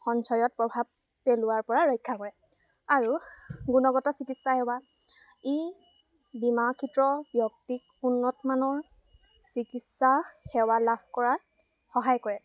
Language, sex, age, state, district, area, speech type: Assamese, female, 18-30, Assam, Lakhimpur, rural, spontaneous